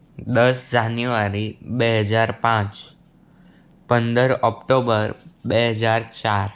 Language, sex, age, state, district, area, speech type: Gujarati, male, 18-30, Gujarat, Anand, rural, spontaneous